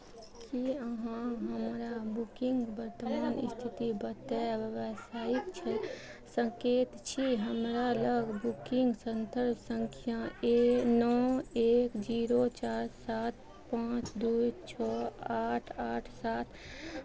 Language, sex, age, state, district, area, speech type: Maithili, female, 30-45, Bihar, Araria, rural, read